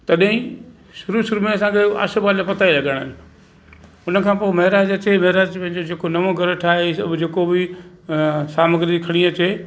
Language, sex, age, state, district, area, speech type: Sindhi, male, 60+, Gujarat, Kutch, rural, spontaneous